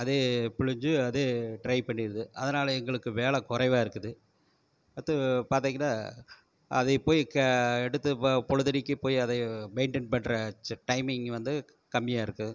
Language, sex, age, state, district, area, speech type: Tamil, male, 45-60, Tamil Nadu, Erode, rural, spontaneous